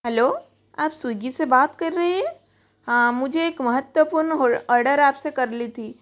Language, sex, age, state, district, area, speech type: Hindi, female, 60+, Rajasthan, Jodhpur, rural, spontaneous